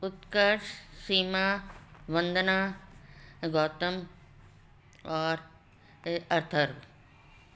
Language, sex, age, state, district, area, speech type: Sindhi, female, 60+, Delhi, South Delhi, urban, spontaneous